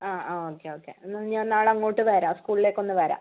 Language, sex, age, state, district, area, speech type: Malayalam, female, 60+, Kerala, Wayanad, rural, conversation